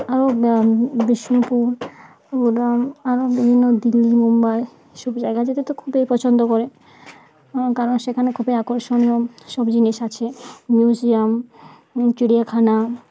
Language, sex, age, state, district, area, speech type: Bengali, female, 18-30, West Bengal, Uttar Dinajpur, urban, spontaneous